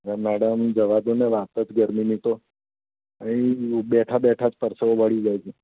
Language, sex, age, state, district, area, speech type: Gujarati, male, 30-45, Gujarat, Anand, urban, conversation